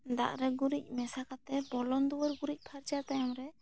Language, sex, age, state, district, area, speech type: Santali, female, 18-30, West Bengal, Bankura, rural, spontaneous